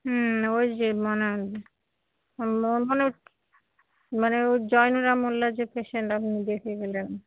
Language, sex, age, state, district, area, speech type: Bengali, female, 45-60, West Bengal, Darjeeling, urban, conversation